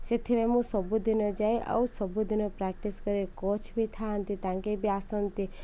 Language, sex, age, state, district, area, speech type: Odia, female, 30-45, Odisha, Koraput, urban, spontaneous